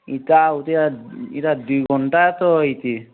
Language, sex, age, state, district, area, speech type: Odia, male, 45-60, Odisha, Nuapada, urban, conversation